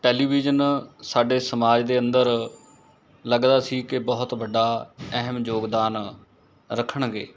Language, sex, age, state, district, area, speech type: Punjabi, male, 45-60, Punjab, Mohali, urban, spontaneous